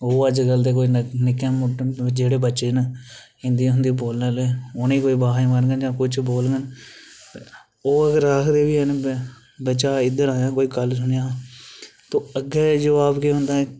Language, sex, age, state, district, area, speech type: Dogri, male, 18-30, Jammu and Kashmir, Reasi, rural, spontaneous